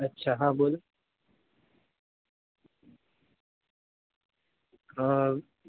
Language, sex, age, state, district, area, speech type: Gujarati, male, 18-30, Gujarat, Valsad, rural, conversation